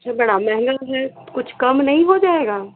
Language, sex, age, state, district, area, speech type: Hindi, female, 30-45, Uttar Pradesh, Chandauli, rural, conversation